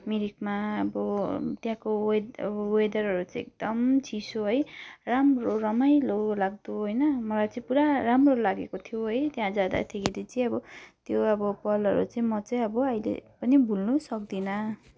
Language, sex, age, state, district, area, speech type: Nepali, female, 30-45, West Bengal, Jalpaiguri, rural, spontaneous